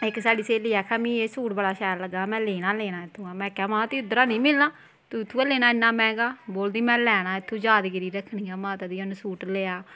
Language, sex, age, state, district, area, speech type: Dogri, female, 30-45, Jammu and Kashmir, Kathua, rural, spontaneous